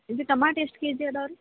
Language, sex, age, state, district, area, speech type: Kannada, female, 18-30, Karnataka, Gadag, urban, conversation